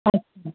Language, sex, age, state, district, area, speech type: Sindhi, female, 45-60, Maharashtra, Thane, rural, conversation